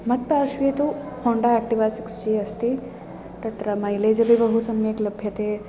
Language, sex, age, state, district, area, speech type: Sanskrit, female, 18-30, Kerala, Palakkad, urban, spontaneous